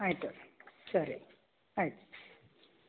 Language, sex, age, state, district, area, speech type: Kannada, male, 30-45, Karnataka, Belgaum, urban, conversation